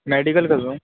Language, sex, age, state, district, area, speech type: Urdu, female, 18-30, Delhi, Central Delhi, urban, conversation